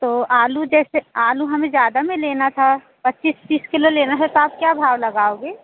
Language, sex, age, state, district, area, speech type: Hindi, female, 30-45, Madhya Pradesh, Seoni, urban, conversation